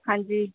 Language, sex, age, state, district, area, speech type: Punjabi, female, 18-30, Punjab, Barnala, urban, conversation